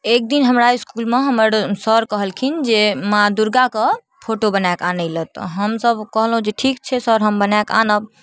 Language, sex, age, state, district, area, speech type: Maithili, female, 18-30, Bihar, Darbhanga, rural, spontaneous